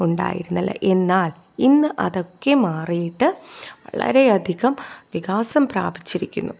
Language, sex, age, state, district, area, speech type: Malayalam, female, 30-45, Kerala, Thiruvananthapuram, urban, spontaneous